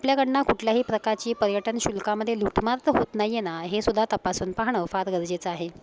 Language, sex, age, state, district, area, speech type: Marathi, female, 45-60, Maharashtra, Palghar, urban, spontaneous